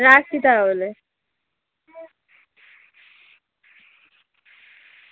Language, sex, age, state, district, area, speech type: Bengali, female, 45-60, West Bengal, North 24 Parganas, urban, conversation